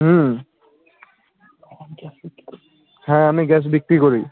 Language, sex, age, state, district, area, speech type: Bengali, male, 18-30, West Bengal, Uttar Dinajpur, urban, conversation